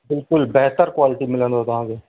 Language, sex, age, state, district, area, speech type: Sindhi, male, 45-60, Madhya Pradesh, Katni, rural, conversation